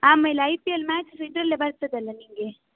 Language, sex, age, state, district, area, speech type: Kannada, female, 18-30, Karnataka, Udupi, rural, conversation